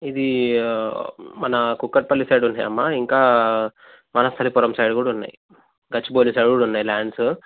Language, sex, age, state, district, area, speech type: Telugu, male, 18-30, Telangana, Medchal, urban, conversation